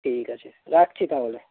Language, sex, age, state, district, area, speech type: Bengali, male, 18-30, West Bengal, Bankura, urban, conversation